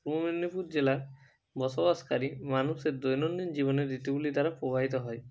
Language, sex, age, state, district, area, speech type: Bengali, male, 30-45, West Bengal, Purba Medinipur, rural, spontaneous